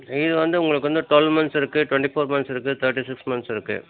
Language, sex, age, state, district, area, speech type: Tamil, male, 60+, Tamil Nadu, Dharmapuri, rural, conversation